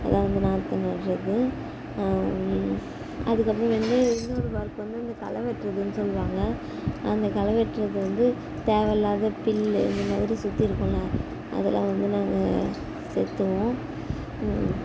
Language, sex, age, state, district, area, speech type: Tamil, female, 18-30, Tamil Nadu, Kallakurichi, rural, spontaneous